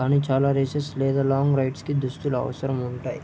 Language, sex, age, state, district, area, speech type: Telugu, male, 18-30, Andhra Pradesh, Nellore, rural, spontaneous